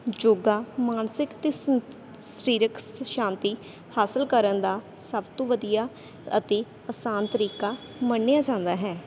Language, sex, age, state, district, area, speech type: Punjabi, female, 18-30, Punjab, Sangrur, rural, spontaneous